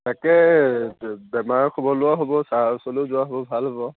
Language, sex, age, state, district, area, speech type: Assamese, male, 18-30, Assam, Lakhimpur, urban, conversation